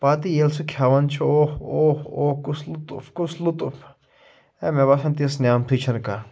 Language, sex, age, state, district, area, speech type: Kashmiri, male, 30-45, Jammu and Kashmir, Srinagar, urban, spontaneous